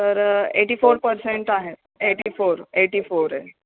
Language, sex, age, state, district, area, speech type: Marathi, female, 30-45, Maharashtra, Kolhapur, urban, conversation